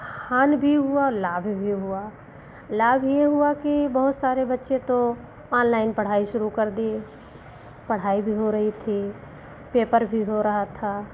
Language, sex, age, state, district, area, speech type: Hindi, female, 60+, Uttar Pradesh, Lucknow, rural, spontaneous